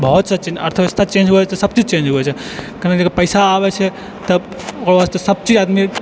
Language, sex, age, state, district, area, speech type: Maithili, male, 18-30, Bihar, Purnia, urban, spontaneous